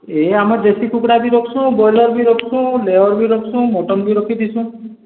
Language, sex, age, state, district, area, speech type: Odia, male, 45-60, Odisha, Boudh, rural, conversation